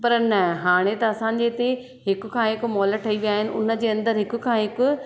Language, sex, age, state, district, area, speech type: Sindhi, female, 30-45, Madhya Pradesh, Katni, urban, spontaneous